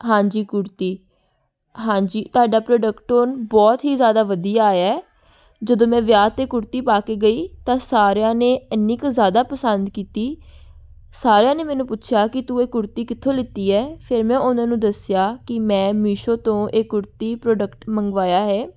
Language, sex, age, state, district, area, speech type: Punjabi, female, 18-30, Punjab, Amritsar, urban, spontaneous